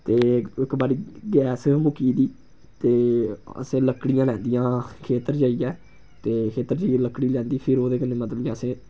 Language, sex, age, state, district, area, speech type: Dogri, male, 18-30, Jammu and Kashmir, Samba, rural, spontaneous